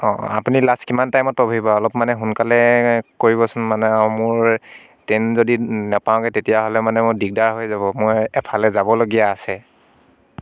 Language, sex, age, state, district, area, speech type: Assamese, male, 18-30, Assam, Dibrugarh, rural, spontaneous